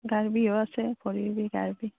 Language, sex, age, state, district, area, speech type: Assamese, female, 30-45, Assam, Nalbari, rural, conversation